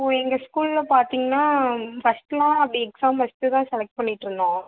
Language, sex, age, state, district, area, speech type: Tamil, female, 18-30, Tamil Nadu, Mayiladuthurai, urban, conversation